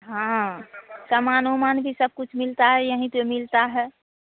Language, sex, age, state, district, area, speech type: Hindi, female, 45-60, Bihar, Madhepura, rural, conversation